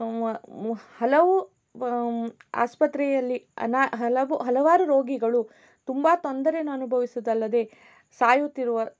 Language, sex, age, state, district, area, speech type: Kannada, female, 30-45, Karnataka, Shimoga, rural, spontaneous